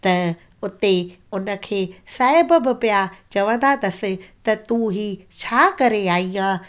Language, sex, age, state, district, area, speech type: Sindhi, female, 30-45, Gujarat, Junagadh, rural, spontaneous